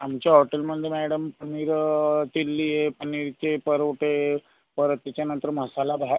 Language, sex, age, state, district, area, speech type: Marathi, other, 18-30, Maharashtra, Buldhana, rural, conversation